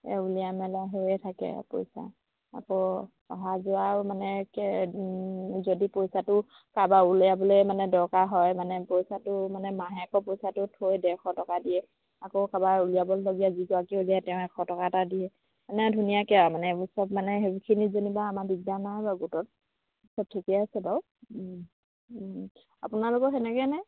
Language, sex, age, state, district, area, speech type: Assamese, female, 30-45, Assam, Sivasagar, rural, conversation